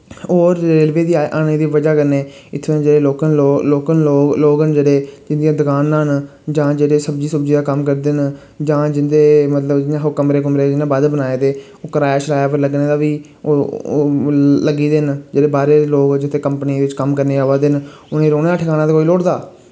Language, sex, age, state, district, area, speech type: Dogri, male, 18-30, Jammu and Kashmir, Reasi, rural, spontaneous